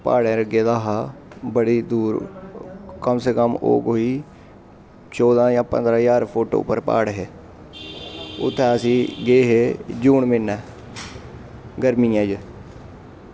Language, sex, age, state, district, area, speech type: Dogri, male, 18-30, Jammu and Kashmir, Kathua, rural, spontaneous